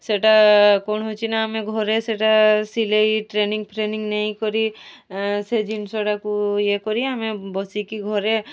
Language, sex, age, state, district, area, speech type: Odia, female, 18-30, Odisha, Mayurbhanj, rural, spontaneous